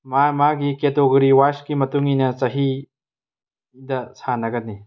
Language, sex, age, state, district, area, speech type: Manipuri, male, 18-30, Manipur, Tengnoupal, rural, spontaneous